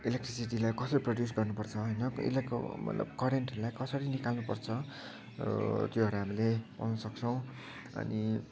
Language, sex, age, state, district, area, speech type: Nepali, male, 18-30, West Bengal, Kalimpong, rural, spontaneous